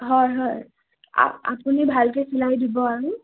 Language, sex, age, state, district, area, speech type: Assamese, female, 18-30, Assam, Nagaon, rural, conversation